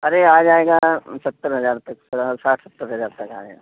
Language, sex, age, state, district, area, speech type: Urdu, male, 30-45, Uttar Pradesh, Lucknow, urban, conversation